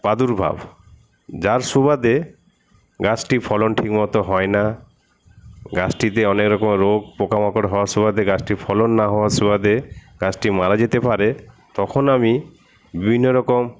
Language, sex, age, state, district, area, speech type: Bengali, male, 60+, West Bengal, Paschim Bardhaman, urban, spontaneous